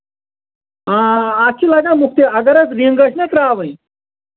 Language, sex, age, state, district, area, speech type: Kashmiri, male, 30-45, Jammu and Kashmir, Anantnag, rural, conversation